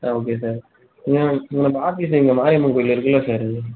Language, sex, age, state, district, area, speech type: Tamil, male, 18-30, Tamil Nadu, Cuddalore, urban, conversation